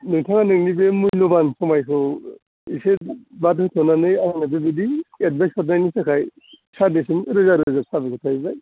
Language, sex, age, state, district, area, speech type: Bodo, male, 45-60, Assam, Kokrajhar, urban, conversation